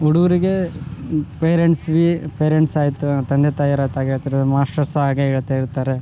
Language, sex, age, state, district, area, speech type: Kannada, male, 18-30, Karnataka, Vijayanagara, rural, spontaneous